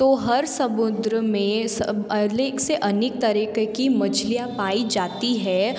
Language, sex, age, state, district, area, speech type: Hindi, female, 18-30, Rajasthan, Jodhpur, urban, spontaneous